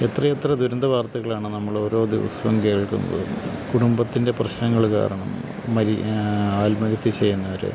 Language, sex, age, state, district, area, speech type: Malayalam, male, 45-60, Kerala, Idukki, rural, spontaneous